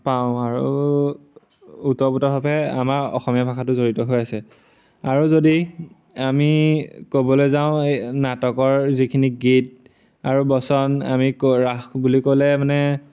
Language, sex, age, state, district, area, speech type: Assamese, male, 18-30, Assam, Majuli, urban, spontaneous